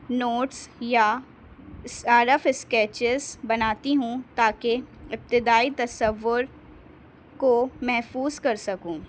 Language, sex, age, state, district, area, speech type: Urdu, female, 18-30, Delhi, North East Delhi, urban, spontaneous